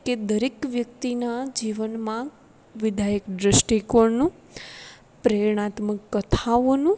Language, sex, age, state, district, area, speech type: Gujarati, female, 18-30, Gujarat, Rajkot, rural, spontaneous